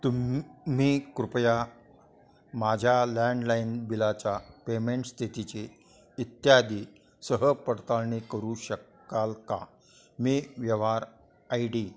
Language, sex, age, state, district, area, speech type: Marathi, male, 60+, Maharashtra, Kolhapur, urban, read